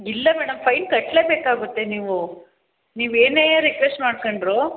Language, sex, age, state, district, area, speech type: Kannada, female, 30-45, Karnataka, Hassan, urban, conversation